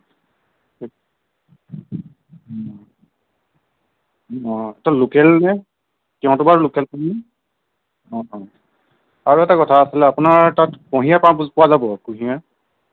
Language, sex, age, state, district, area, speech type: Assamese, male, 30-45, Assam, Nagaon, rural, conversation